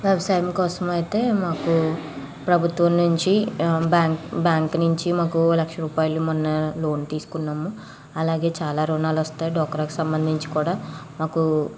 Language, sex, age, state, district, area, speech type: Telugu, female, 18-30, Andhra Pradesh, Eluru, rural, spontaneous